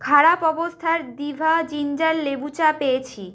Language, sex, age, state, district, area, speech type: Bengali, female, 30-45, West Bengal, Bankura, urban, read